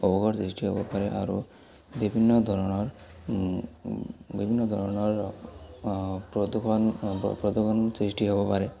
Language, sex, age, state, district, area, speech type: Assamese, male, 18-30, Assam, Barpeta, rural, spontaneous